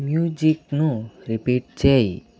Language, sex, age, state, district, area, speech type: Telugu, male, 18-30, Andhra Pradesh, Chittoor, rural, read